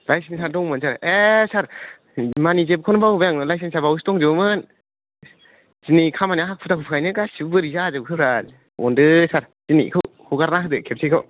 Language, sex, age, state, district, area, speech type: Bodo, male, 18-30, Assam, Kokrajhar, rural, conversation